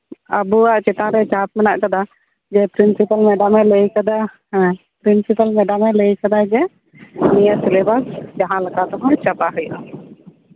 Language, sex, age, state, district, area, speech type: Santali, female, 30-45, West Bengal, Birbhum, rural, conversation